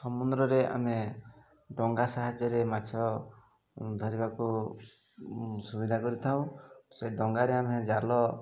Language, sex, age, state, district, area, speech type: Odia, male, 45-60, Odisha, Mayurbhanj, rural, spontaneous